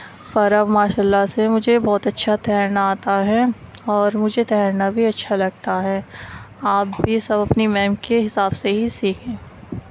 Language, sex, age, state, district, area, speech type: Urdu, female, 45-60, Delhi, Central Delhi, rural, spontaneous